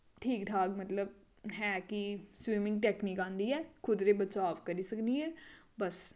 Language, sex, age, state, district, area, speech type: Dogri, female, 30-45, Jammu and Kashmir, Kathua, rural, spontaneous